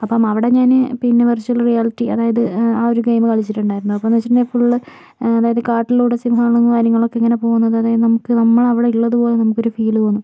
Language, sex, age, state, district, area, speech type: Malayalam, female, 18-30, Kerala, Kozhikode, urban, spontaneous